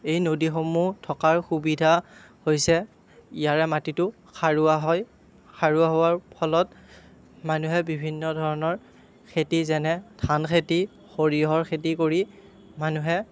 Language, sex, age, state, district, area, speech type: Assamese, male, 30-45, Assam, Darrang, rural, spontaneous